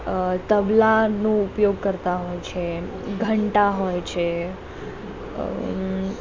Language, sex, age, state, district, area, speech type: Gujarati, female, 30-45, Gujarat, Morbi, rural, spontaneous